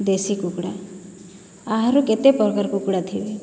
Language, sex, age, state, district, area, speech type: Odia, female, 45-60, Odisha, Boudh, rural, spontaneous